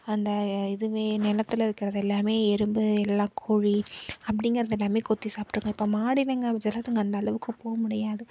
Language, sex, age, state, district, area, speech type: Tamil, female, 18-30, Tamil Nadu, Nagapattinam, rural, spontaneous